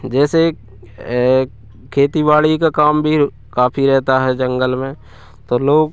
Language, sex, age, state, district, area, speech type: Hindi, male, 30-45, Madhya Pradesh, Hoshangabad, rural, spontaneous